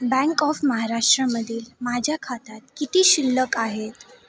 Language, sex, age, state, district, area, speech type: Marathi, female, 18-30, Maharashtra, Sindhudurg, rural, read